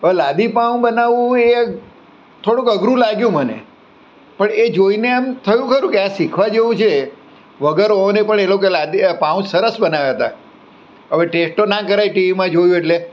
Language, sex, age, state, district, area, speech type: Gujarati, male, 60+, Gujarat, Surat, urban, spontaneous